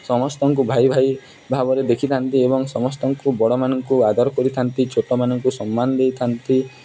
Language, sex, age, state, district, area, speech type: Odia, male, 18-30, Odisha, Nuapada, urban, spontaneous